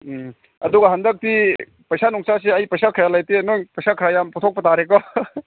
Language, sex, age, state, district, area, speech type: Manipuri, male, 45-60, Manipur, Ukhrul, rural, conversation